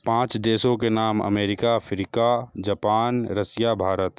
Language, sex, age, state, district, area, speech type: Hindi, male, 60+, Uttar Pradesh, Sonbhadra, rural, spontaneous